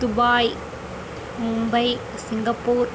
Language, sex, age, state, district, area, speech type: Sanskrit, female, 18-30, Tamil Nadu, Dharmapuri, rural, spontaneous